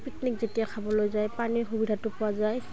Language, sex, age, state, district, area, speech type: Assamese, female, 18-30, Assam, Udalguri, rural, spontaneous